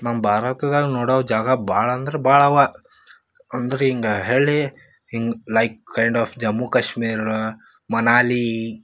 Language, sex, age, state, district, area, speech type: Kannada, male, 18-30, Karnataka, Gulbarga, urban, spontaneous